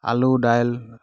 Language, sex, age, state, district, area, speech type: Assamese, male, 30-45, Assam, Dibrugarh, rural, spontaneous